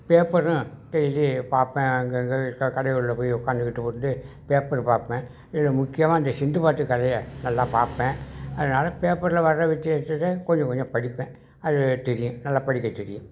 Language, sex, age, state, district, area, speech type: Tamil, male, 60+, Tamil Nadu, Tiruvarur, rural, spontaneous